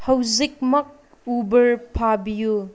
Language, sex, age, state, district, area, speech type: Manipuri, female, 18-30, Manipur, Senapati, rural, read